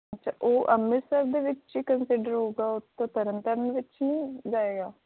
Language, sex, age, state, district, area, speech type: Punjabi, female, 30-45, Punjab, Amritsar, urban, conversation